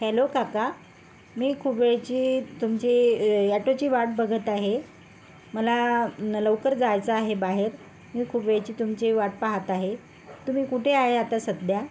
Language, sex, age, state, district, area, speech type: Marathi, female, 45-60, Maharashtra, Yavatmal, urban, spontaneous